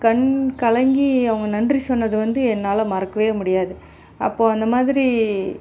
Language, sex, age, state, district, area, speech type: Tamil, female, 30-45, Tamil Nadu, Dharmapuri, rural, spontaneous